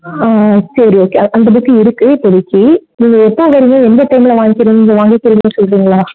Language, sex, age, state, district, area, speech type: Tamil, female, 18-30, Tamil Nadu, Mayiladuthurai, urban, conversation